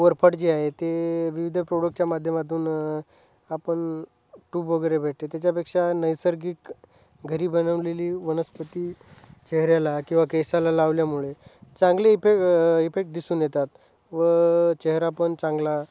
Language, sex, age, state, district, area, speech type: Marathi, male, 18-30, Maharashtra, Hingoli, urban, spontaneous